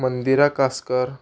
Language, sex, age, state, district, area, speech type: Goan Konkani, male, 18-30, Goa, Murmgao, urban, spontaneous